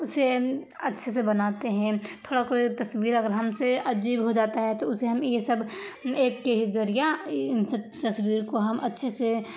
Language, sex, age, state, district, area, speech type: Urdu, female, 30-45, Bihar, Darbhanga, rural, spontaneous